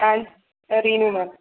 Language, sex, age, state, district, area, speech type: Malayalam, female, 18-30, Kerala, Thiruvananthapuram, urban, conversation